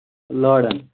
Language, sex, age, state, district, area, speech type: Kashmiri, male, 45-60, Jammu and Kashmir, Anantnag, rural, conversation